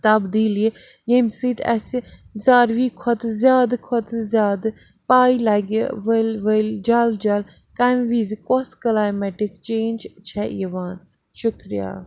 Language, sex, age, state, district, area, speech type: Kashmiri, female, 30-45, Jammu and Kashmir, Srinagar, urban, spontaneous